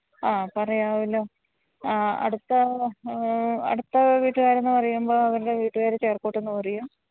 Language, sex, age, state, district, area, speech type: Malayalam, female, 60+, Kerala, Idukki, rural, conversation